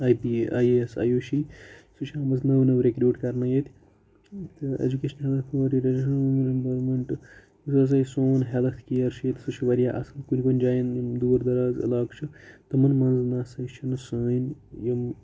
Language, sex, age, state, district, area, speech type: Kashmiri, male, 18-30, Jammu and Kashmir, Kupwara, rural, spontaneous